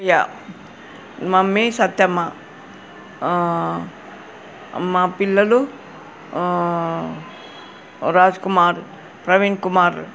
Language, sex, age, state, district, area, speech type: Telugu, female, 60+, Telangana, Hyderabad, urban, spontaneous